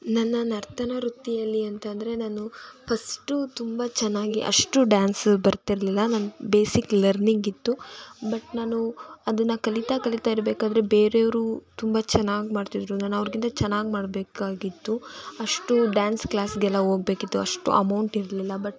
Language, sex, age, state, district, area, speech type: Kannada, female, 18-30, Karnataka, Tumkur, rural, spontaneous